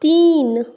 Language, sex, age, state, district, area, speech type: Maithili, female, 30-45, Bihar, Saharsa, rural, read